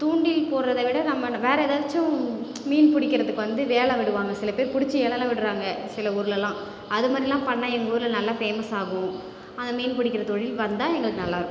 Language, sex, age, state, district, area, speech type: Tamil, female, 30-45, Tamil Nadu, Cuddalore, rural, spontaneous